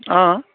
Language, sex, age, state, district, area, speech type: Assamese, male, 45-60, Assam, Barpeta, rural, conversation